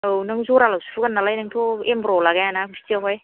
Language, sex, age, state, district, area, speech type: Bodo, female, 30-45, Assam, Kokrajhar, rural, conversation